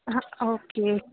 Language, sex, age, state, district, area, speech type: Punjabi, female, 18-30, Punjab, Ludhiana, urban, conversation